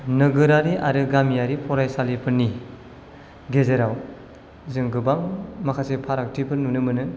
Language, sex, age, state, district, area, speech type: Bodo, male, 18-30, Assam, Chirang, rural, spontaneous